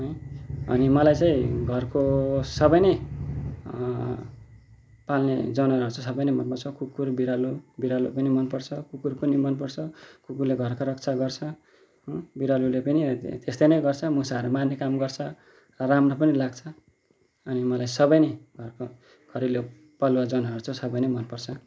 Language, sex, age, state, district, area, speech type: Nepali, male, 30-45, West Bengal, Kalimpong, rural, spontaneous